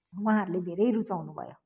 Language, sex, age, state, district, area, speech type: Nepali, female, 60+, West Bengal, Kalimpong, rural, spontaneous